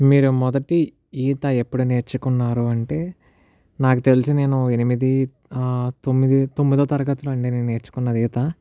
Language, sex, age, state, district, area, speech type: Telugu, male, 18-30, Andhra Pradesh, Kakinada, urban, spontaneous